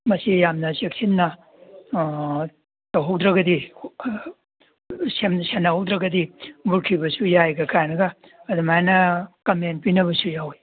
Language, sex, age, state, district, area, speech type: Manipuri, male, 60+, Manipur, Imphal East, rural, conversation